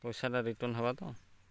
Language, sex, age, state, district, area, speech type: Odia, male, 30-45, Odisha, Subarnapur, urban, spontaneous